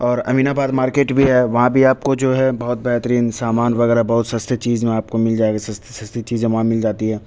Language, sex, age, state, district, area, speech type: Urdu, male, 30-45, Uttar Pradesh, Lucknow, rural, spontaneous